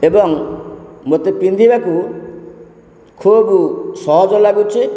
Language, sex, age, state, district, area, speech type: Odia, male, 60+, Odisha, Kendrapara, urban, spontaneous